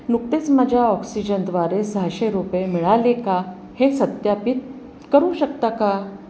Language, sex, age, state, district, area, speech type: Marathi, female, 45-60, Maharashtra, Pune, urban, read